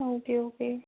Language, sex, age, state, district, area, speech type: Gujarati, female, 18-30, Gujarat, Ahmedabad, rural, conversation